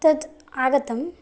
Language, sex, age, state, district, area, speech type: Sanskrit, female, 18-30, Karnataka, Bagalkot, rural, spontaneous